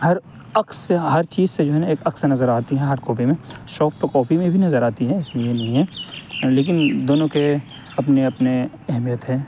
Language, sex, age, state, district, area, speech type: Urdu, male, 18-30, Delhi, North West Delhi, urban, spontaneous